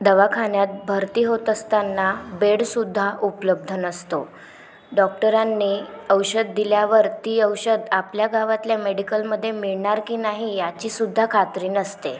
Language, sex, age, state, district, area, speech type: Marathi, female, 18-30, Maharashtra, Washim, rural, spontaneous